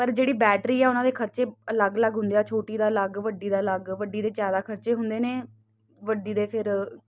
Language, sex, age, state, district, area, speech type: Punjabi, female, 18-30, Punjab, Ludhiana, urban, spontaneous